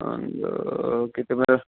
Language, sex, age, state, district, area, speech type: Sanskrit, male, 45-60, Karnataka, Uttara Kannada, urban, conversation